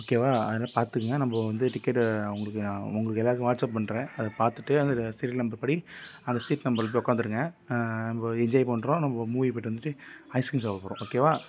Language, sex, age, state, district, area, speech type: Tamil, male, 18-30, Tamil Nadu, Tiruppur, rural, spontaneous